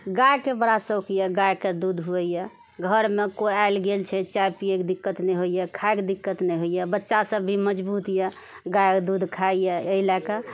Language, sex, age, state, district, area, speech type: Maithili, female, 45-60, Bihar, Purnia, rural, spontaneous